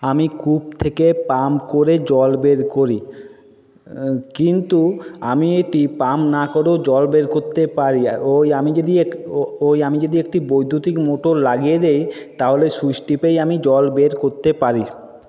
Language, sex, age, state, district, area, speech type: Bengali, male, 30-45, West Bengal, Jhargram, rural, spontaneous